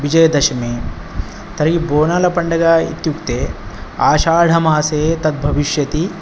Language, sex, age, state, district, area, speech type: Sanskrit, male, 30-45, Telangana, Ranga Reddy, urban, spontaneous